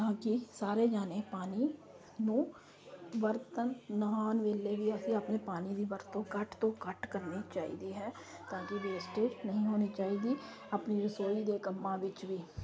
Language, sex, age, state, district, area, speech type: Punjabi, female, 30-45, Punjab, Kapurthala, urban, spontaneous